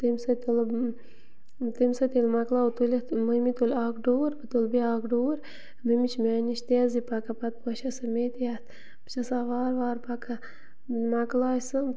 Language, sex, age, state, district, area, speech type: Kashmiri, female, 18-30, Jammu and Kashmir, Bandipora, rural, spontaneous